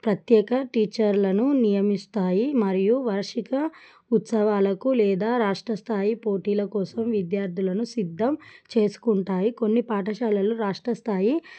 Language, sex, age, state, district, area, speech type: Telugu, female, 30-45, Telangana, Adilabad, rural, spontaneous